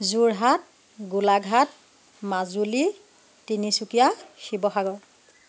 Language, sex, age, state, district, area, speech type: Assamese, female, 45-60, Assam, Jorhat, urban, spontaneous